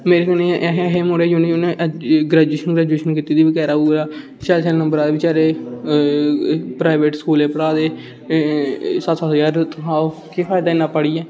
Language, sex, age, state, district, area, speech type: Dogri, male, 18-30, Jammu and Kashmir, Samba, rural, spontaneous